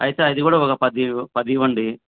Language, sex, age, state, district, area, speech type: Telugu, male, 45-60, Andhra Pradesh, Sri Satya Sai, urban, conversation